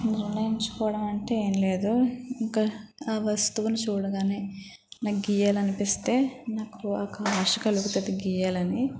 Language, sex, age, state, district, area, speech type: Telugu, female, 45-60, Andhra Pradesh, East Godavari, rural, spontaneous